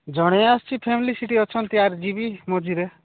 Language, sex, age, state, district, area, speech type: Odia, male, 45-60, Odisha, Nabarangpur, rural, conversation